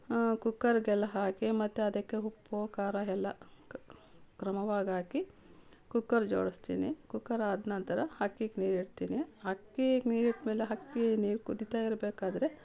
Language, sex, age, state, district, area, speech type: Kannada, female, 45-60, Karnataka, Kolar, rural, spontaneous